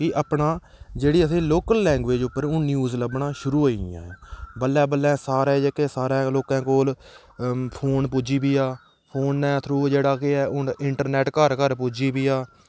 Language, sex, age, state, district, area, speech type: Dogri, male, 18-30, Jammu and Kashmir, Udhampur, rural, spontaneous